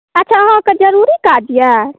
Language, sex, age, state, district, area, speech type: Maithili, female, 18-30, Bihar, Saharsa, rural, conversation